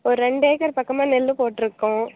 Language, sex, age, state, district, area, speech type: Tamil, female, 18-30, Tamil Nadu, Kallakurichi, urban, conversation